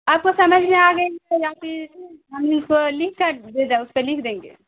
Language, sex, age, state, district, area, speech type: Urdu, female, 18-30, Bihar, Saharsa, rural, conversation